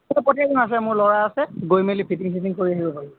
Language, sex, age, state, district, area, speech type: Assamese, male, 45-60, Assam, Golaghat, rural, conversation